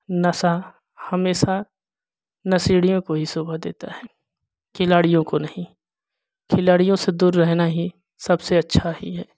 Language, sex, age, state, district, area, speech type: Hindi, male, 30-45, Uttar Pradesh, Jaunpur, rural, spontaneous